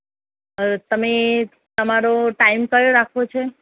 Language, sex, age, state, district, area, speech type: Gujarati, female, 30-45, Gujarat, Ahmedabad, urban, conversation